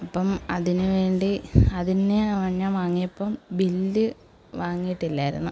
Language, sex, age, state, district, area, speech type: Malayalam, female, 18-30, Kerala, Kollam, urban, spontaneous